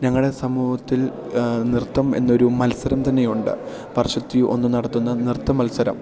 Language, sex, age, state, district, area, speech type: Malayalam, male, 18-30, Kerala, Idukki, rural, spontaneous